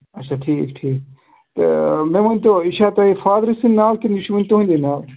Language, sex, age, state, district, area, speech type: Kashmiri, male, 30-45, Jammu and Kashmir, Ganderbal, rural, conversation